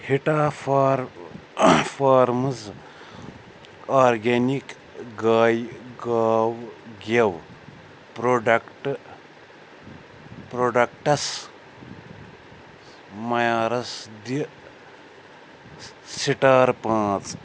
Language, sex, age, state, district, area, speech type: Kashmiri, male, 45-60, Jammu and Kashmir, Srinagar, urban, read